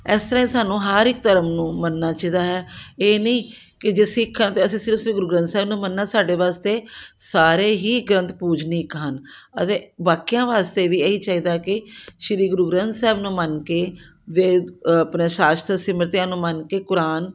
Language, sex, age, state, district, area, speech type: Punjabi, female, 60+, Punjab, Amritsar, urban, spontaneous